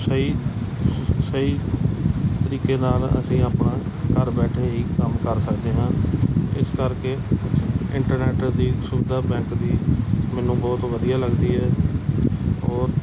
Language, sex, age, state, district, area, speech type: Punjabi, male, 45-60, Punjab, Gurdaspur, urban, spontaneous